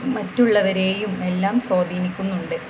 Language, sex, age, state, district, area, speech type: Malayalam, female, 18-30, Kerala, Malappuram, rural, spontaneous